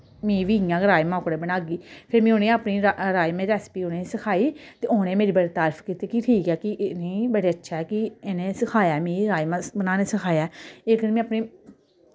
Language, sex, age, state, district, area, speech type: Dogri, female, 30-45, Jammu and Kashmir, Samba, urban, spontaneous